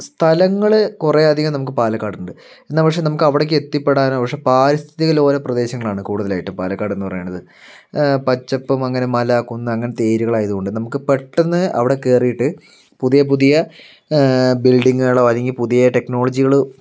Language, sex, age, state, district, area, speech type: Malayalam, male, 45-60, Kerala, Palakkad, rural, spontaneous